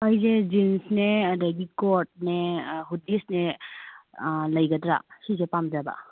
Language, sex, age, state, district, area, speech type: Manipuri, female, 45-60, Manipur, Imphal West, urban, conversation